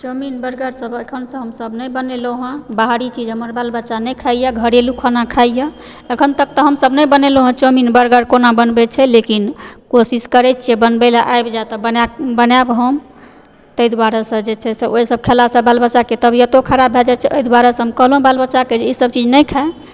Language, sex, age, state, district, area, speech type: Maithili, female, 45-60, Bihar, Supaul, rural, spontaneous